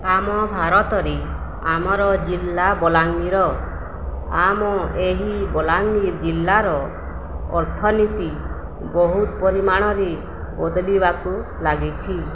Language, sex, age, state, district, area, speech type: Odia, female, 45-60, Odisha, Balangir, urban, spontaneous